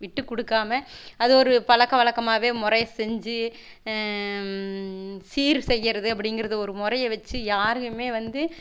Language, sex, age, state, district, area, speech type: Tamil, female, 30-45, Tamil Nadu, Erode, rural, spontaneous